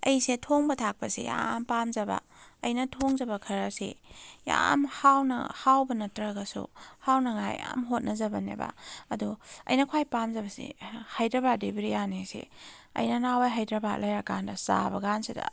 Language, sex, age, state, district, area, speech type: Manipuri, female, 30-45, Manipur, Kakching, rural, spontaneous